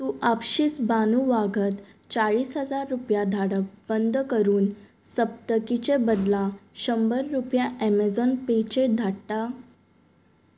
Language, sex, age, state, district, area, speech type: Goan Konkani, female, 18-30, Goa, Ponda, rural, read